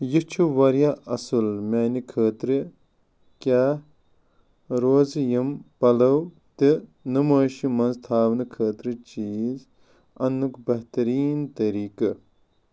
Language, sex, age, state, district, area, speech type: Kashmiri, male, 30-45, Jammu and Kashmir, Ganderbal, rural, read